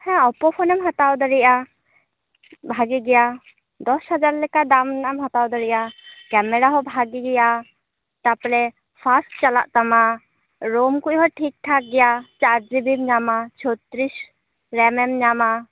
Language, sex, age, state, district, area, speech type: Santali, female, 18-30, West Bengal, Paschim Bardhaman, rural, conversation